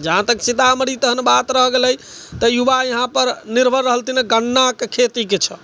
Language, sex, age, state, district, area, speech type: Maithili, male, 60+, Bihar, Sitamarhi, rural, spontaneous